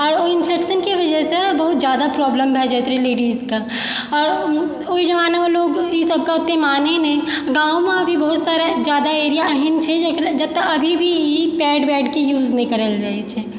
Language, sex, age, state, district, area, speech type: Maithili, female, 30-45, Bihar, Supaul, rural, spontaneous